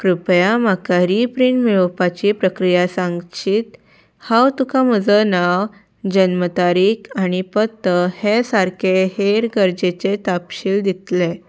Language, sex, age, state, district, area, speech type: Goan Konkani, female, 18-30, Goa, Salcete, urban, spontaneous